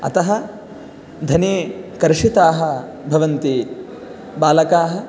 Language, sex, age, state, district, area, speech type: Sanskrit, male, 18-30, Karnataka, Gadag, rural, spontaneous